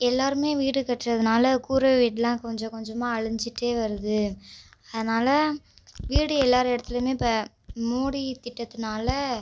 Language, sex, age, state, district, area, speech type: Tamil, female, 18-30, Tamil Nadu, Tiruchirappalli, rural, spontaneous